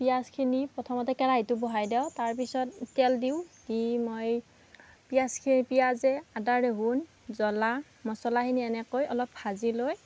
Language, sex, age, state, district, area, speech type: Assamese, female, 18-30, Assam, Darrang, rural, spontaneous